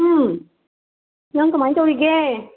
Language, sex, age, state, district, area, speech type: Manipuri, female, 45-60, Manipur, Kakching, rural, conversation